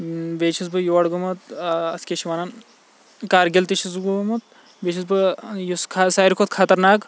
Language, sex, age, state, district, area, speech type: Kashmiri, male, 45-60, Jammu and Kashmir, Kulgam, rural, spontaneous